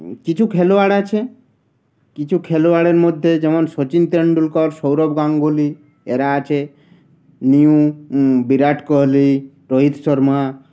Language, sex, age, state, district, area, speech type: Bengali, male, 30-45, West Bengal, Uttar Dinajpur, urban, spontaneous